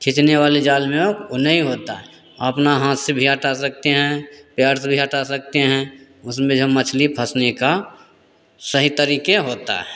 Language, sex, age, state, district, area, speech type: Hindi, male, 30-45, Bihar, Begusarai, rural, spontaneous